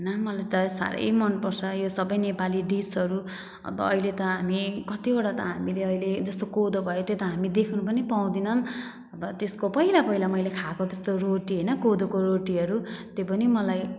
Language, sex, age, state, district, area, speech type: Nepali, female, 30-45, West Bengal, Jalpaiguri, rural, spontaneous